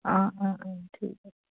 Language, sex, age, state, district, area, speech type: Assamese, female, 30-45, Assam, Biswanath, rural, conversation